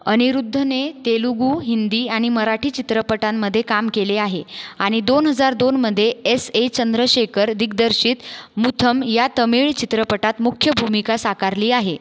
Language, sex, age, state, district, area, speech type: Marathi, female, 30-45, Maharashtra, Buldhana, rural, read